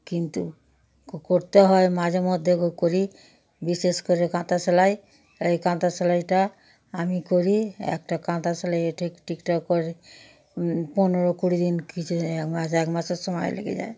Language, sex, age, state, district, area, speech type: Bengali, female, 60+, West Bengal, Darjeeling, rural, spontaneous